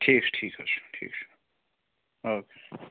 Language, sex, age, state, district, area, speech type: Kashmiri, male, 30-45, Jammu and Kashmir, Srinagar, urban, conversation